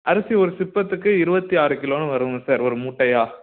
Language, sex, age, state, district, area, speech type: Tamil, male, 18-30, Tamil Nadu, Tiruchirappalli, rural, conversation